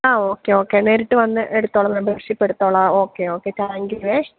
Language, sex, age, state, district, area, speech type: Malayalam, female, 30-45, Kerala, Idukki, rural, conversation